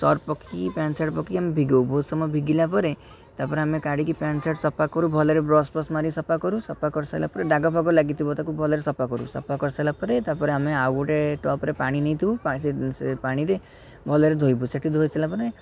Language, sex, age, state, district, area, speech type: Odia, male, 18-30, Odisha, Cuttack, urban, spontaneous